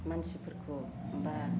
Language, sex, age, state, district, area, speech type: Bodo, female, 45-60, Assam, Udalguri, urban, spontaneous